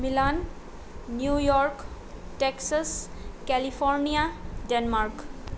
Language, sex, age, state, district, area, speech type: Nepali, female, 18-30, West Bengal, Darjeeling, rural, spontaneous